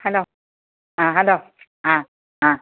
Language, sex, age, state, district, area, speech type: Malayalam, female, 60+, Kerala, Kasaragod, urban, conversation